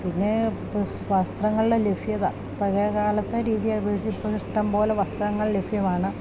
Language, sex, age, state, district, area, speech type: Malayalam, female, 45-60, Kerala, Idukki, rural, spontaneous